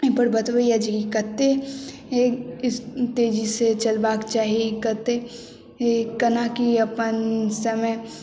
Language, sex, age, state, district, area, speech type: Maithili, female, 18-30, Bihar, Madhubani, urban, spontaneous